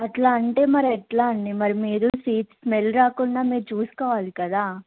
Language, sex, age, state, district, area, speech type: Telugu, female, 18-30, Andhra Pradesh, Guntur, urban, conversation